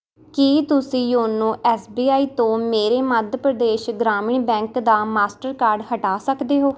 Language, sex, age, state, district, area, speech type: Punjabi, female, 18-30, Punjab, Rupnagar, rural, read